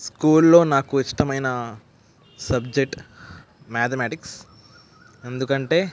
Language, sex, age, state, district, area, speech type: Telugu, male, 18-30, Andhra Pradesh, West Godavari, rural, spontaneous